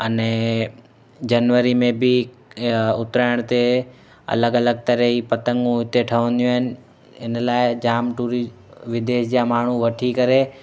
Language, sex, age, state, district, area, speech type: Sindhi, male, 18-30, Gujarat, Kutch, rural, spontaneous